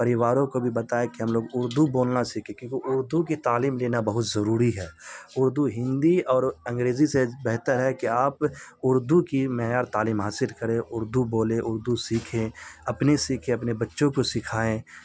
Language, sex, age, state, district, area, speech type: Urdu, male, 30-45, Bihar, Supaul, rural, spontaneous